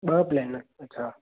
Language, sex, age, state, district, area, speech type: Sindhi, male, 18-30, Maharashtra, Thane, urban, conversation